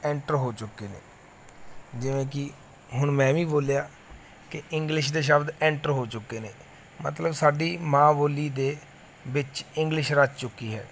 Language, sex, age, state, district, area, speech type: Punjabi, male, 30-45, Punjab, Mansa, urban, spontaneous